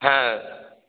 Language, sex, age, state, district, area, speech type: Bengali, male, 18-30, West Bengal, Purulia, urban, conversation